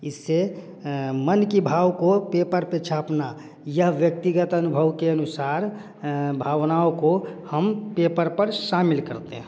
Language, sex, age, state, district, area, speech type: Hindi, male, 30-45, Bihar, Samastipur, urban, spontaneous